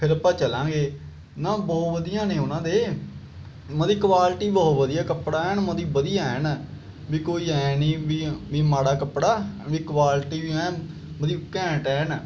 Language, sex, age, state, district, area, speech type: Punjabi, male, 18-30, Punjab, Patiala, rural, spontaneous